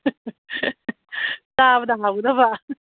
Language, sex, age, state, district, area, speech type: Manipuri, female, 45-60, Manipur, Imphal East, rural, conversation